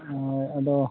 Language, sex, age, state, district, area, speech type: Santali, male, 60+, Odisha, Mayurbhanj, rural, conversation